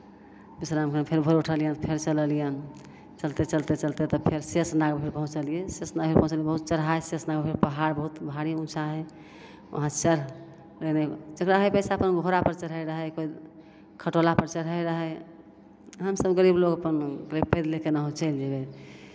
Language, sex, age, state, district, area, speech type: Maithili, female, 60+, Bihar, Begusarai, rural, spontaneous